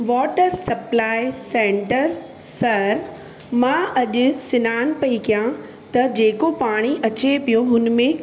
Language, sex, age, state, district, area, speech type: Sindhi, female, 45-60, Uttar Pradesh, Lucknow, urban, spontaneous